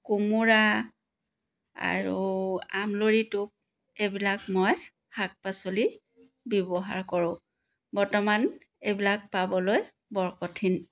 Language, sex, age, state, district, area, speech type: Assamese, female, 45-60, Assam, Dibrugarh, rural, spontaneous